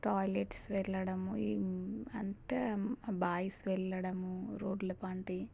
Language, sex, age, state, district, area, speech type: Telugu, female, 30-45, Telangana, Warangal, rural, spontaneous